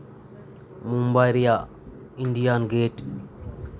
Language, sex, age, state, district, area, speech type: Santali, male, 30-45, West Bengal, Birbhum, rural, spontaneous